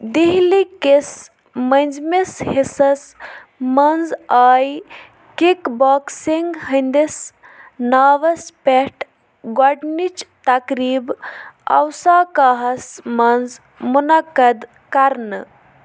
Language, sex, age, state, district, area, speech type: Kashmiri, female, 45-60, Jammu and Kashmir, Bandipora, rural, read